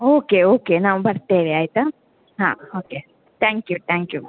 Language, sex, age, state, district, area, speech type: Kannada, female, 30-45, Karnataka, Shimoga, rural, conversation